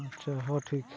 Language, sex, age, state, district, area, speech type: Santali, male, 45-60, Odisha, Mayurbhanj, rural, spontaneous